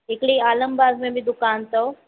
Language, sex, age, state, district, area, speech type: Sindhi, female, 45-60, Uttar Pradesh, Lucknow, rural, conversation